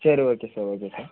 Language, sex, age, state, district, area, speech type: Tamil, male, 18-30, Tamil Nadu, Thanjavur, rural, conversation